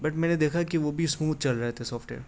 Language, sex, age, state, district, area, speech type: Urdu, male, 18-30, Delhi, Central Delhi, urban, spontaneous